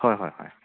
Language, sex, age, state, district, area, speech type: Manipuri, male, 30-45, Manipur, Kakching, rural, conversation